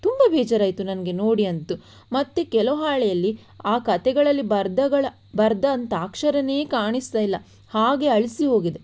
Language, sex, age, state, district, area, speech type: Kannada, female, 18-30, Karnataka, Shimoga, rural, spontaneous